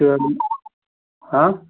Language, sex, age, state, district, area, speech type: Hindi, male, 45-60, Uttar Pradesh, Ghazipur, rural, conversation